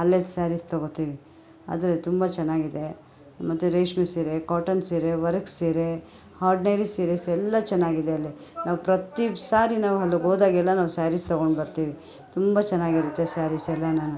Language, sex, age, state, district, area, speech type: Kannada, female, 45-60, Karnataka, Bangalore Urban, urban, spontaneous